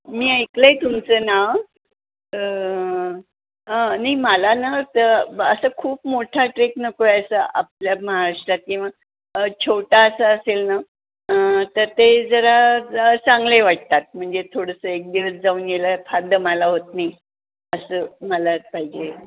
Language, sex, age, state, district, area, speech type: Marathi, female, 60+, Maharashtra, Pune, urban, conversation